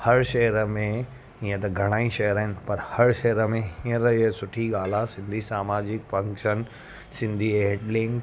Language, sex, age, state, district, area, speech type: Sindhi, male, 30-45, Gujarat, Surat, urban, spontaneous